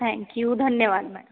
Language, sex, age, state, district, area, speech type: Marathi, female, 30-45, Maharashtra, Buldhana, urban, conversation